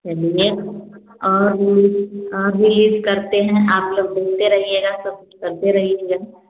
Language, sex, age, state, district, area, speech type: Hindi, female, 30-45, Bihar, Samastipur, rural, conversation